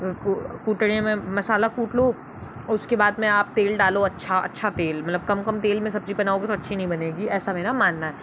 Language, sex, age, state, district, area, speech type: Hindi, female, 45-60, Rajasthan, Jodhpur, urban, spontaneous